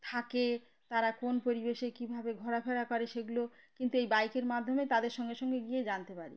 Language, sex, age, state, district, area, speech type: Bengali, female, 30-45, West Bengal, Uttar Dinajpur, urban, spontaneous